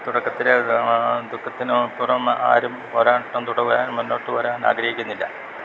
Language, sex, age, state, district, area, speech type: Malayalam, male, 60+, Kerala, Idukki, rural, read